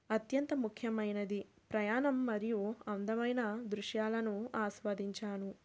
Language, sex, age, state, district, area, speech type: Telugu, female, 30-45, Andhra Pradesh, Krishna, urban, spontaneous